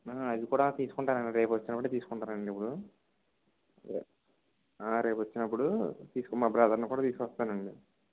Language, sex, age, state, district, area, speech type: Telugu, male, 18-30, Andhra Pradesh, Kakinada, rural, conversation